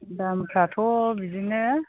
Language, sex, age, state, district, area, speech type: Bodo, female, 30-45, Assam, Chirang, rural, conversation